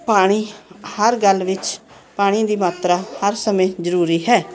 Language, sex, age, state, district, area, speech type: Punjabi, female, 60+, Punjab, Ludhiana, urban, spontaneous